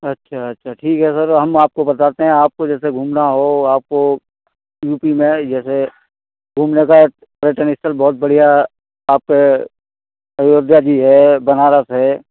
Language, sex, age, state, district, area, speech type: Hindi, male, 45-60, Uttar Pradesh, Hardoi, rural, conversation